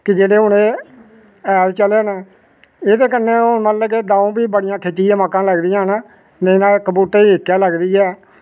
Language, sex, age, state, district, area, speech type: Dogri, male, 60+, Jammu and Kashmir, Reasi, rural, spontaneous